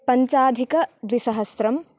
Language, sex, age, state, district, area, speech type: Sanskrit, female, 18-30, Kerala, Kasaragod, rural, spontaneous